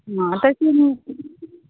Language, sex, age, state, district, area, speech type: Goan Konkani, female, 45-60, Goa, Murmgao, rural, conversation